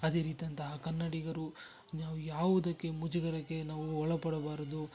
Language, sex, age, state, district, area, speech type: Kannada, male, 60+, Karnataka, Kolar, rural, spontaneous